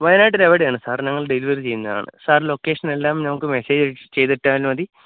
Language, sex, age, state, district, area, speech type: Malayalam, male, 18-30, Kerala, Wayanad, rural, conversation